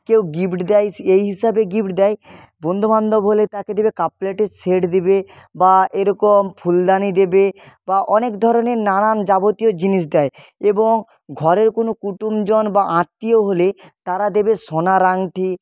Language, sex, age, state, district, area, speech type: Bengali, male, 30-45, West Bengal, Nadia, rural, spontaneous